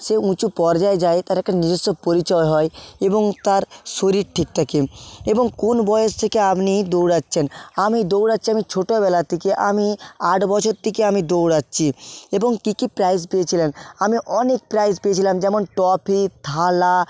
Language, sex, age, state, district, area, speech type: Bengali, male, 30-45, West Bengal, Purba Medinipur, rural, spontaneous